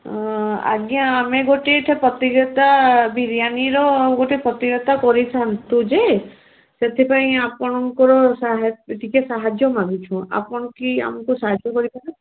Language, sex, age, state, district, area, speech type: Odia, female, 60+, Odisha, Gajapati, rural, conversation